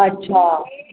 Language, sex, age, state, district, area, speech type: Marathi, female, 45-60, Maharashtra, Pune, urban, conversation